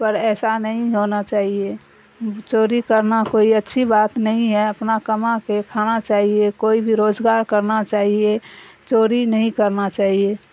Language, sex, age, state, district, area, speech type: Urdu, female, 45-60, Bihar, Darbhanga, rural, spontaneous